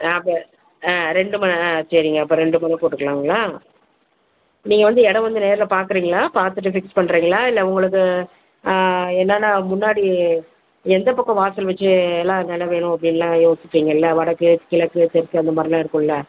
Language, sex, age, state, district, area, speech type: Tamil, female, 60+, Tamil Nadu, Virudhunagar, rural, conversation